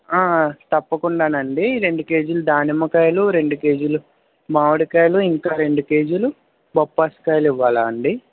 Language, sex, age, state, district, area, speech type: Telugu, male, 18-30, Andhra Pradesh, N T Rama Rao, urban, conversation